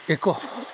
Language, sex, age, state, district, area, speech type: Odia, male, 45-60, Odisha, Nuapada, rural, spontaneous